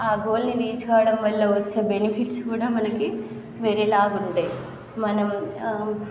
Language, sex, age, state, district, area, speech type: Telugu, female, 18-30, Telangana, Nagarkurnool, rural, spontaneous